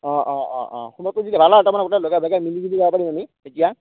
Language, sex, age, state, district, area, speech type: Assamese, male, 30-45, Assam, Darrang, rural, conversation